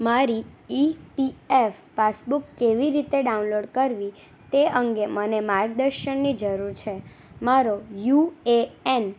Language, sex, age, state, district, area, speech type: Gujarati, female, 18-30, Gujarat, Anand, urban, read